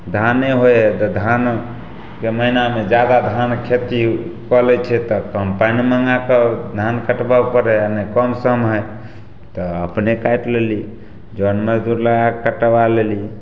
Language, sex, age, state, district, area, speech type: Maithili, male, 30-45, Bihar, Samastipur, rural, spontaneous